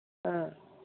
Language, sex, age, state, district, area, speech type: Manipuri, female, 30-45, Manipur, Imphal East, rural, conversation